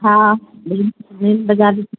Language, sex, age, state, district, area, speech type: Sindhi, female, 60+, Madhya Pradesh, Katni, urban, conversation